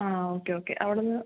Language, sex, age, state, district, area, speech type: Malayalam, female, 18-30, Kerala, Wayanad, rural, conversation